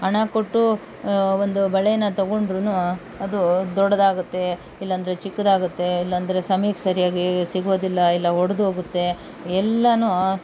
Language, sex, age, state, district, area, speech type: Kannada, female, 45-60, Karnataka, Kolar, rural, spontaneous